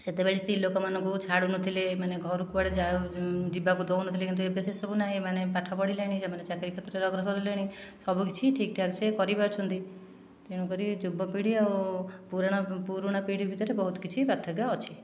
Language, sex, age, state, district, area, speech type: Odia, female, 30-45, Odisha, Khordha, rural, spontaneous